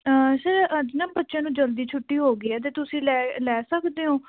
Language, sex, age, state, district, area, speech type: Punjabi, female, 18-30, Punjab, Patiala, rural, conversation